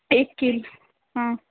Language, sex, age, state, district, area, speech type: Goan Konkani, female, 18-30, Goa, Murmgao, rural, conversation